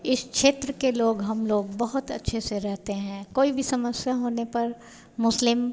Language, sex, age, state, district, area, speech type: Hindi, female, 45-60, Bihar, Vaishali, urban, spontaneous